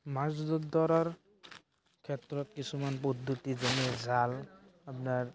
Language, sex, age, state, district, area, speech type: Assamese, male, 18-30, Assam, Barpeta, rural, spontaneous